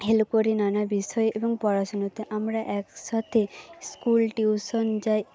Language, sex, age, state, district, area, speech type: Bengali, female, 18-30, West Bengal, Nadia, rural, spontaneous